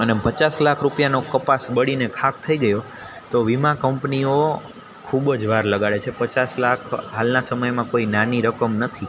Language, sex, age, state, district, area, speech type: Gujarati, male, 18-30, Gujarat, Junagadh, urban, spontaneous